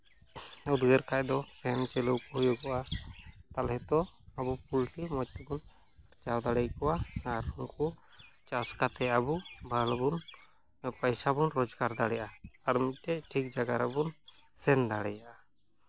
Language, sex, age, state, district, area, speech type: Santali, male, 30-45, West Bengal, Malda, rural, spontaneous